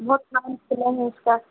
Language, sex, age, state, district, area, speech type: Urdu, female, 30-45, Uttar Pradesh, Balrampur, rural, conversation